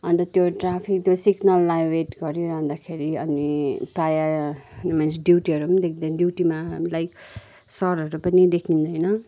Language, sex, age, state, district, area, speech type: Nepali, female, 30-45, West Bengal, Kalimpong, rural, spontaneous